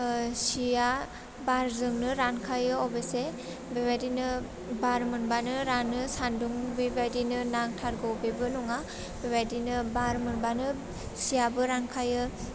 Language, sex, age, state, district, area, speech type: Bodo, female, 18-30, Assam, Chirang, urban, spontaneous